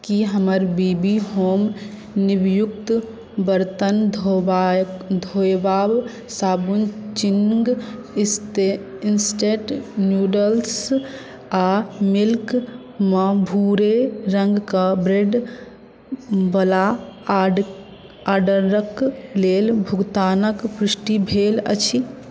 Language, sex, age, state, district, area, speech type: Maithili, female, 18-30, Bihar, Madhubani, rural, read